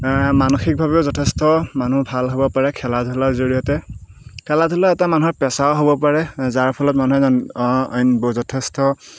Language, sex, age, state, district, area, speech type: Assamese, male, 18-30, Assam, Golaghat, urban, spontaneous